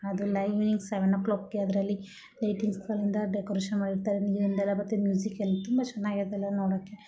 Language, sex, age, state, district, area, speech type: Kannada, female, 45-60, Karnataka, Mysore, rural, spontaneous